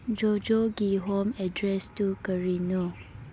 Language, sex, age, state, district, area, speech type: Manipuri, female, 18-30, Manipur, Churachandpur, rural, read